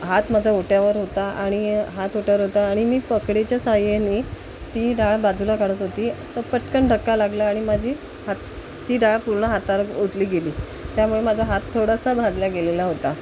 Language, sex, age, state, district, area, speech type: Marathi, female, 45-60, Maharashtra, Mumbai Suburban, urban, spontaneous